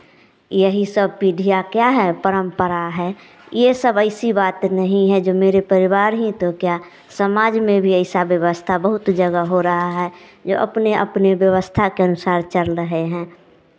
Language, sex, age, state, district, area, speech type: Hindi, female, 30-45, Bihar, Samastipur, rural, spontaneous